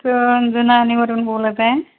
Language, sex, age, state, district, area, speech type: Marathi, female, 45-60, Maharashtra, Nagpur, rural, conversation